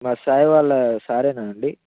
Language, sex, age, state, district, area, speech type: Telugu, male, 18-30, Telangana, Nalgonda, rural, conversation